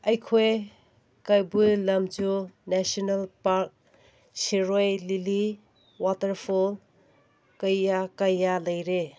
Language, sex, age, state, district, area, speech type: Manipuri, female, 30-45, Manipur, Senapati, rural, spontaneous